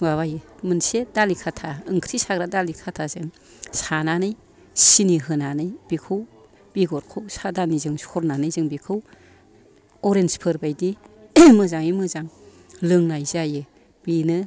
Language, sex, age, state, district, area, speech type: Bodo, female, 45-60, Assam, Kokrajhar, urban, spontaneous